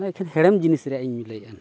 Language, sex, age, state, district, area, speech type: Santali, male, 45-60, Odisha, Mayurbhanj, rural, spontaneous